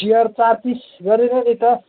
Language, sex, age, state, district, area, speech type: Nepali, male, 30-45, West Bengal, Alipurduar, urban, conversation